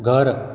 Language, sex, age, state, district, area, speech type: Goan Konkani, male, 30-45, Goa, Bardez, rural, read